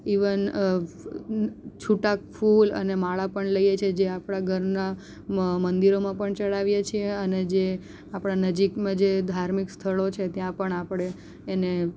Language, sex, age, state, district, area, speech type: Gujarati, female, 18-30, Gujarat, Surat, rural, spontaneous